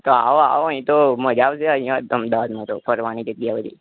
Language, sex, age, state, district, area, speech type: Gujarati, male, 18-30, Gujarat, Ahmedabad, urban, conversation